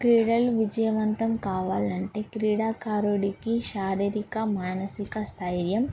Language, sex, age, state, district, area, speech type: Telugu, female, 18-30, Telangana, Mahabubabad, rural, spontaneous